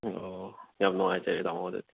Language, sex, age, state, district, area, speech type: Manipuri, male, 18-30, Manipur, Bishnupur, rural, conversation